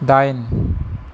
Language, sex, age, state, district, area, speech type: Bodo, male, 30-45, Assam, Chirang, urban, read